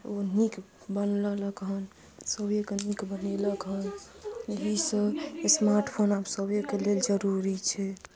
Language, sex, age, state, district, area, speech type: Maithili, female, 30-45, Bihar, Madhubani, rural, spontaneous